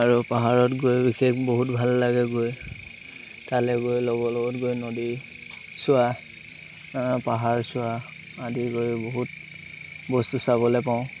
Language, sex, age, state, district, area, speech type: Assamese, male, 18-30, Assam, Lakhimpur, rural, spontaneous